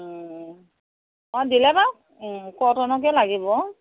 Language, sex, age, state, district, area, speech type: Assamese, female, 45-60, Assam, Morigaon, rural, conversation